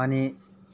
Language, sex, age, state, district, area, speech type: Nepali, male, 30-45, West Bengal, Kalimpong, rural, spontaneous